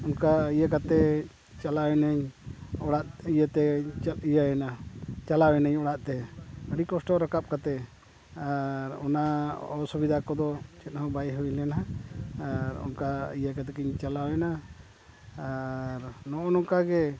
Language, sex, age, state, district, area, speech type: Santali, male, 60+, Odisha, Mayurbhanj, rural, spontaneous